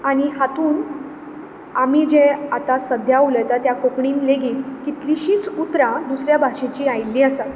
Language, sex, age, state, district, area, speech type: Goan Konkani, female, 18-30, Goa, Ponda, rural, spontaneous